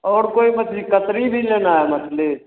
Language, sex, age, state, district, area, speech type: Hindi, male, 30-45, Bihar, Begusarai, rural, conversation